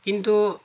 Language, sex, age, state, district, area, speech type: Assamese, male, 45-60, Assam, Lakhimpur, rural, spontaneous